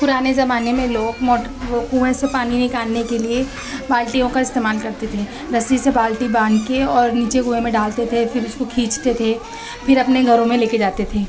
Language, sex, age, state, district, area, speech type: Urdu, female, 30-45, Delhi, East Delhi, urban, spontaneous